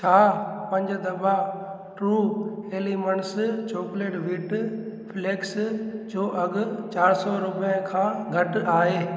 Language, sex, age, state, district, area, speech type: Sindhi, male, 30-45, Gujarat, Junagadh, urban, read